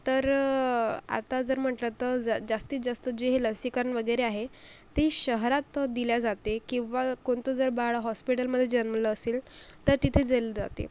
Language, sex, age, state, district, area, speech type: Marathi, female, 45-60, Maharashtra, Akola, rural, spontaneous